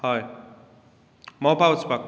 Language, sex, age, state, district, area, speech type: Goan Konkani, male, 45-60, Goa, Bardez, rural, spontaneous